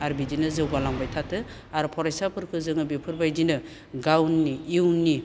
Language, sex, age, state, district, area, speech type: Bodo, female, 60+, Assam, Baksa, urban, spontaneous